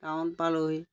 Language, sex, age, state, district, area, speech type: Assamese, male, 30-45, Assam, Majuli, urban, spontaneous